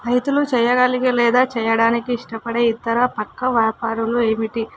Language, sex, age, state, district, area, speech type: Telugu, female, 18-30, Telangana, Mahbubnagar, urban, spontaneous